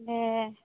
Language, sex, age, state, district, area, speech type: Assamese, female, 45-60, Assam, Goalpara, urban, conversation